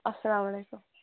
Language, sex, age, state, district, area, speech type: Kashmiri, female, 18-30, Jammu and Kashmir, Kulgam, rural, conversation